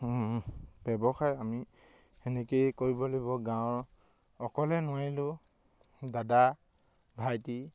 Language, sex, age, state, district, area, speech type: Assamese, male, 18-30, Assam, Sivasagar, rural, spontaneous